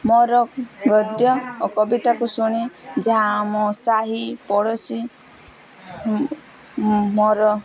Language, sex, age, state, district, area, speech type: Odia, female, 18-30, Odisha, Koraput, urban, spontaneous